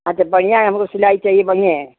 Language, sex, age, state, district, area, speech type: Hindi, female, 60+, Uttar Pradesh, Ghazipur, rural, conversation